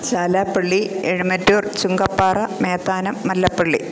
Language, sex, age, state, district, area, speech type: Malayalam, female, 60+, Kerala, Pathanamthitta, rural, spontaneous